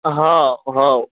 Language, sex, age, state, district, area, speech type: Gujarati, male, 45-60, Gujarat, Aravalli, urban, conversation